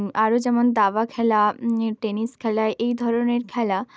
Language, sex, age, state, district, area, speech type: Bengali, female, 30-45, West Bengal, Bankura, urban, spontaneous